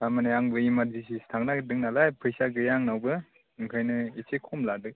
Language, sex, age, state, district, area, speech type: Bodo, male, 18-30, Assam, Kokrajhar, rural, conversation